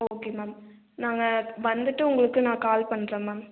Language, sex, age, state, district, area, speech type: Tamil, female, 30-45, Tamil Nadu, Erode, rural, conversation